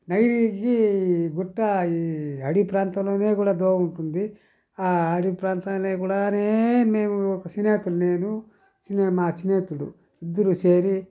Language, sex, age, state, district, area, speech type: Telugu, male, 60+, Andhra Pradesh, Sri Balaji, rural, spontaneous